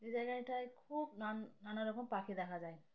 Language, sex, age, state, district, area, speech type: Bengali, female, 30-45, West Bengal, Uttar Dinajpur, urban, spontaneous